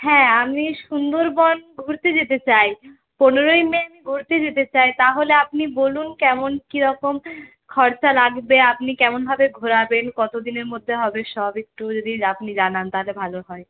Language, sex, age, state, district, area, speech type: Bengali, female, 30-45, West Bengal, Purulia, rural, conversation